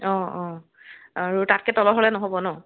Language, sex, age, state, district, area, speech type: Assamese, female, 18-30, Assam, Jorhat, urban, conversation